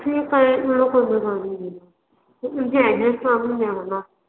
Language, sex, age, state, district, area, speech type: Marathi, female, 18-30, Maharashtra, Nagpur, urban, conversation